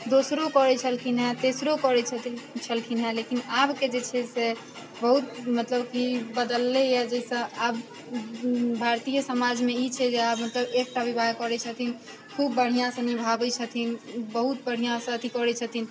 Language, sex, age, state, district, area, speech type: Maithili, female, 30-45, Bihar, Sitamarhi, rural, spontaneous